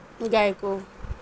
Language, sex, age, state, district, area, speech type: Urdu, female, 30-45, Uttar Pradesh, Mirzapur, rural, spontaneous